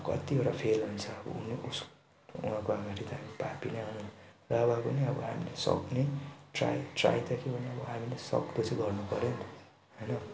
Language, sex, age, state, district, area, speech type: Nepali, male, 60+, West Bengal, Kalimpong, rural, spontaneous